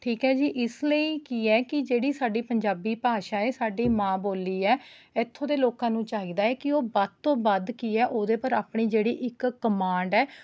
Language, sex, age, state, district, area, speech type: Punjabi, female, 30-45, Punjab, Rupnagar, urban, spontaneous